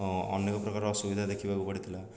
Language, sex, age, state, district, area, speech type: Odia, male, 18-30, Odisha, Khordha, rural, spontaneous